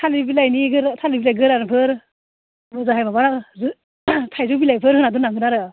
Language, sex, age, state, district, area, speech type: Bodo, female, 30-45, Assam, Baksa, rural, conversation